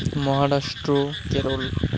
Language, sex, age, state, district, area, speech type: Bengali, male, 45-60, West Bengal, Purba Bardhaman, rural, spontaneous